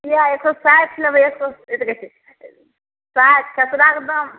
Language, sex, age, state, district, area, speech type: Maithili, female, 18-30, Bihar, Saharsa, rural, conversation